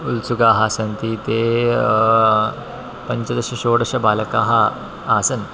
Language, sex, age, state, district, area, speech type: Sanskrit, male, 30-45, Kerala, Ernakulam, rural, spontaneous